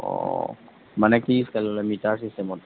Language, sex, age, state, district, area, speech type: Assamese, male, 45-60, Assam, Darrang, rural, conversation